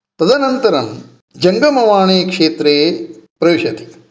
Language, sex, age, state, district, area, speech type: Sanskrit, male, 60+, Karnataka, Dakshina Kannada, urban, spontaneous